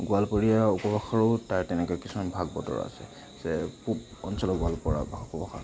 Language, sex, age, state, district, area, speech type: Assamese, male, 60+, Assam, Nagaon, rural, spontaneous